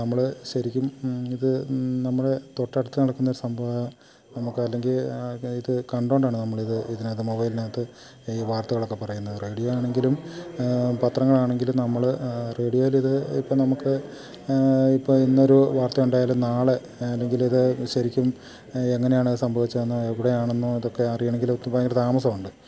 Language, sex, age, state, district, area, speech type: Malayalam, male, 45-60, Kerala, Idukki, rural, spontaneous